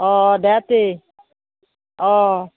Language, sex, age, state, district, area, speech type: Assamese, female, 45-60, Assam, Barpeta, rural, conversation